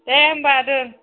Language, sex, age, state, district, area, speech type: Bodo, female, 18-30, Assam, Udalguri, urban, conversation